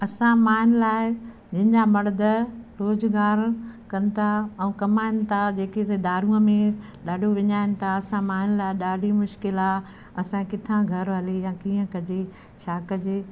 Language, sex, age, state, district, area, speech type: Sindhi, female, 60+, Madhya Pradesh, Katni, urban, spontaneous